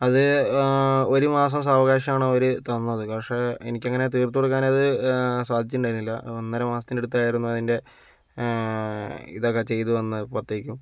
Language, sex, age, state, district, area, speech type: Malayalam, male, 18-30, Kerala, Kozhikode, urban, spontaneous